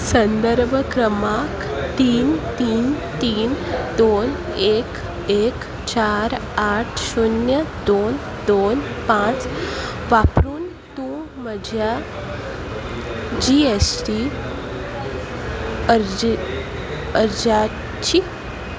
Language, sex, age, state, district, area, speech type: Goan Konkani, female, 18-30, Goa, Salcete, rural, read